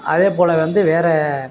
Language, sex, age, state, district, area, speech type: Tamil, male, 45-60, Tamil Nadu, Perambalur, urban, spontaneous